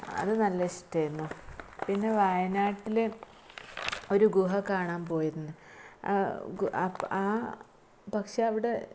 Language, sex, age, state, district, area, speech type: Malayalam, female, 30-45, Kerala, Malappuram, rural, spontaneous